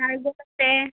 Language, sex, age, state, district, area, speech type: Assamese, female, 30-45, Assam, Golaghat, rural, conversation